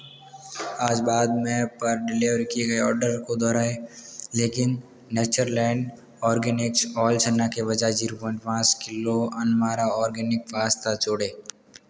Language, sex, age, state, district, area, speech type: Hindi, male, 18-30, Rajasthan, Jodhpur, rural, read